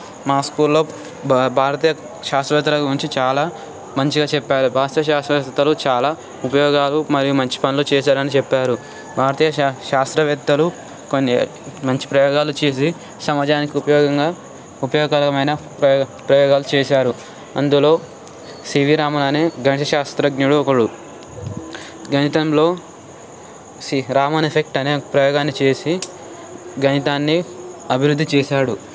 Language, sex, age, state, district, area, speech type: Telugu, male, 18-30, Telangana, Ranga Reddy, urban, spontaneous